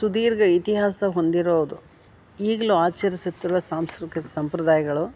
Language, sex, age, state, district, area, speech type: Kannada, female, 60+, Karnataka, Gadag, rural, spontaneous